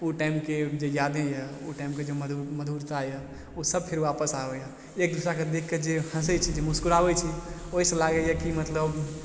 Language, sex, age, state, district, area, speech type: Maithili, male, 30-45, Bihar, Supaul, urban, spontaneous